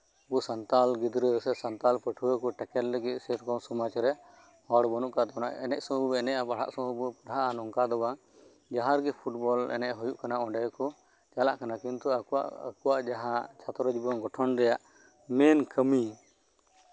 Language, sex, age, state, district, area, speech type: Santali, male, 30-45, West Bengal, Birbhum, rural, spontaneous